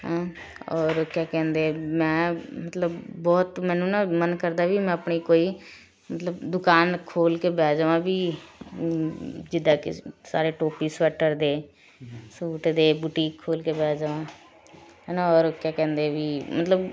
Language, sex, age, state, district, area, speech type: Punjabi, female, 30-45, Punjab, Shaheed Bhagat Singh Nagar, rural, spontaneous